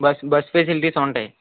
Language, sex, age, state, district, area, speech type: Telugu, male, 30-45, Andhra Pradesh, Srikakulam, urban, conversation